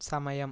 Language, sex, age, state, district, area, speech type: Telugu, male, 30-45, Andhra Pradesh, East Godavari, rural, read